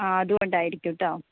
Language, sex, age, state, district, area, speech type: Malayalam, female, 30-45, Kerala, Kozhikode, urban, conversation